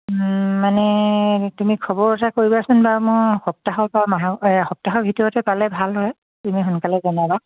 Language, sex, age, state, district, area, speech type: Assamese, female, 45-60, Assam, Dibrugarh, rural, conversation